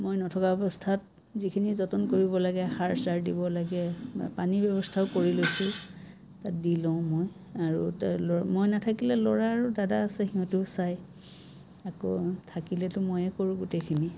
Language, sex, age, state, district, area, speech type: Assamese, female, 45-60, Assam, Biswanath, rural, spontaneous